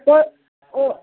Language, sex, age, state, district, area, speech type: Maithili, female, 30-45, Bihar, Sitamarhi, urban, conversation